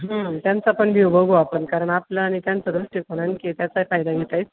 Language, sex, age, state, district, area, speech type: Marathi, female, 45-60, Maharashtra, Nashik, urban, conversation